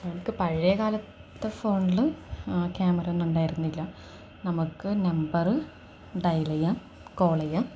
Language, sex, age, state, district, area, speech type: Malayalam, female, 18-30, Kerala, Palakkad, rural, spontaneous